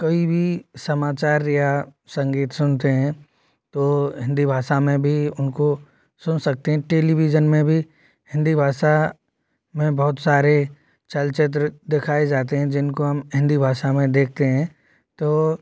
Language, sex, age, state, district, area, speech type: Hindi, male, 18-30, Madhya Pradesh, Ujjain, urban, spontaneous